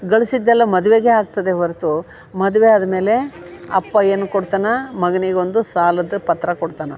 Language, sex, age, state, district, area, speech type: Kannada, female, 60+, Karnataka, Gadag, rural, spontaneous